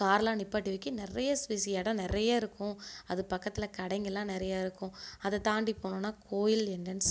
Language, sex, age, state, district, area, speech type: Tamil, female, 30-45, Tamil Nadu, Ariyalur, rural, spontaneous